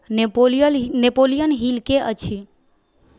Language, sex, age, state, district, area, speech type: Maithili, female, 18-30, Bihar, Darbhanga, rural, read